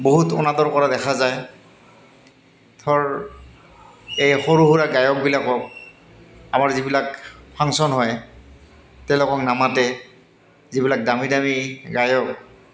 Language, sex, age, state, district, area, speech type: Assamese, male, 45-60, Assam, Goalpara, urban, spontaneous